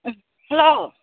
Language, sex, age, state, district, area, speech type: Manipuri, female, 30-45, Manipur, Senapati, rural, conversation